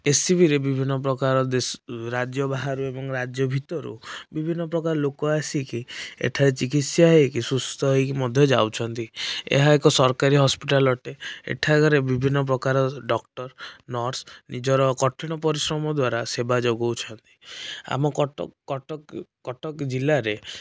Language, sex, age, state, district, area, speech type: Odia, male, 18-30, Odisha, Cuttack, urban, spontaneous